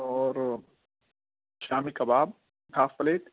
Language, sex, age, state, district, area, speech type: Urdu, male, 18-30, Uttar Pradesh, Balrampur, rural, conversation